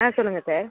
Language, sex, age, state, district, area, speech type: Tamil, female, 30-45, Tamil Nadu, Cuddalore, rural, conversation